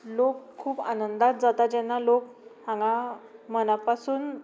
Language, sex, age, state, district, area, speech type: Goan Konkani, female, 18-30, Goa, Tiswadi, rural, spontaneous